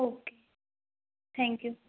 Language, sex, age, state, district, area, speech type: Gujarati, female, 18-30, Gujarat, Ahmedabad, rural, conversation